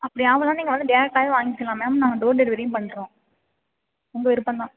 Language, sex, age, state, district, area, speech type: Tamil, female, 18-30, Tamil Nadu, Tiruvarur, rural, conversation